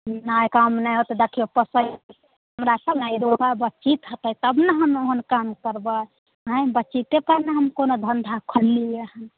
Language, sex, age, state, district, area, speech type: Maithili, female, 18-30, Bihar, Samastipur, rural, conversation